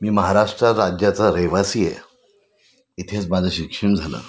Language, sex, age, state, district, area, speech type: Marathi, male, 60+, Maharashtra, Nashik, urban, spontaneous